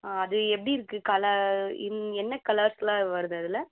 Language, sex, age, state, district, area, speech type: Tamil, female, 30-45, Tamil Nadu, Dharmapuri, rural, conversation